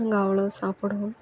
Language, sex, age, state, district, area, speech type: Tamil, female, 18-30, Tamil Nadu, Thoothukudi, urban, spontaneous